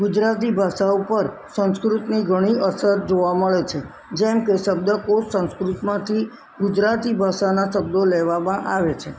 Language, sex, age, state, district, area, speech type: Gujarati, female, 60+, Gujarat, Kheda, rural, spontaneous